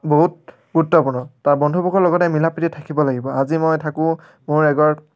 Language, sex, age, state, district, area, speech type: Assamese, male, 30-45, Assam, Biswanath, rural, spontaneous